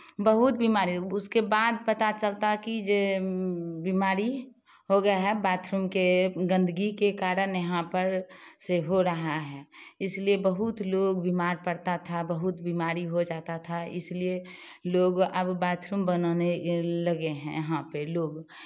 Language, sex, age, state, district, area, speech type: Hindi, female, 45-60, Bihar, Begusarai, rural, spontaneous